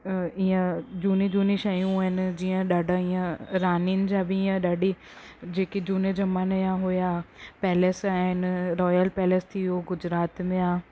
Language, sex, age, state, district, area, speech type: Sindhi, female, 18-30, Gujarat, Surat, urban, spontaneous